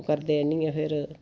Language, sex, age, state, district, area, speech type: Dogri, female, 45-60, Jammu and Kashmir, Samba, rural, spontaneous